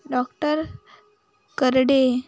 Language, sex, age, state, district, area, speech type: Goan Konkani, female, 18-30, Goa, Ponda, rural, spontaneous